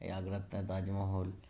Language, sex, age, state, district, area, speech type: Bengali, male, 30-45, West Bengal, Howrah, urban, spontaneous